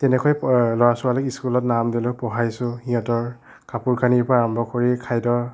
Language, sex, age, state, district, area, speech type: Assamese, male, 60+, Assam, Nagaon, rural, spontaneous